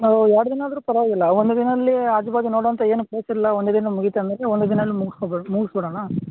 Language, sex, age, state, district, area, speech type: Kannada, male, 30-45, Karnataka, Raichur, rural, conversation